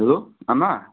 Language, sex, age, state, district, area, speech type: Nepali, male, 18-30, West Bengal, Kalimpong, rural, conversation